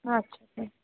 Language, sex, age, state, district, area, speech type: Marathi, female, 30-45, Maharashtra, Wardha, rural, conversation